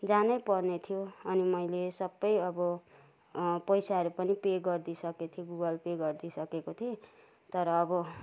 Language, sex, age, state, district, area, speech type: Nepali, female, 60+, West Bengal, Kalimpong, rural, spontaneous